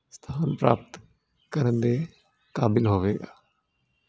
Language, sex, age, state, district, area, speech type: Punjabi, male, 18-30, Punjab, Hoshiarpur, urban, spontaneous